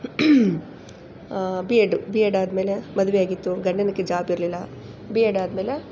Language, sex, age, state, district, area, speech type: Kannada, female, 45-60, Karnataka, Chamarajanagar, rural, spontaneous